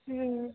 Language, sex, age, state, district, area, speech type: Bengali, female, 18-30, West Bengal, Dakshin Dinajpur, urban, conversation